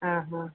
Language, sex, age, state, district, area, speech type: Odia, female, 45-60, Odisha, Sundergarh, rural, conversation